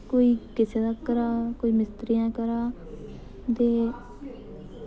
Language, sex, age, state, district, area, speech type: Dogri, female, 18-30, Jammu and Kashmir, Reasi, rural, spontaneous